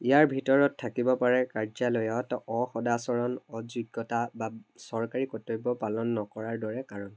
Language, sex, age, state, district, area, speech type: Assamese, male, 18-30, Assam, Charaideo, urban, read